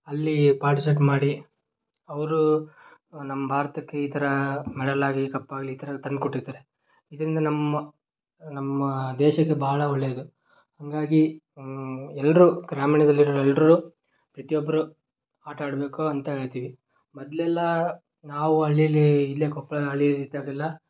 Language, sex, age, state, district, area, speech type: Kannada, male, 18-30, Karnataka, Koppal, rural, spontaneous